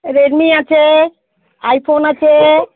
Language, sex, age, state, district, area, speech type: Bengali, female, 45-60, West Bengal, Uttar Dinajpur, urban, conversation